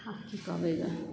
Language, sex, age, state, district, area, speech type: Maithili, female, 60+, Bihar, Supaul, urban, spontaneous